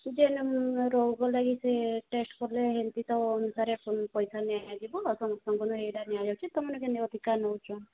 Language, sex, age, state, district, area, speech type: Odia, female, 45-60, Odisha, Sambalpur, rural, conversation